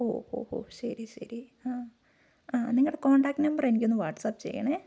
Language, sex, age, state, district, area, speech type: Malayalam, female, 18-30, Kerala, Idukki, rural, spontaneous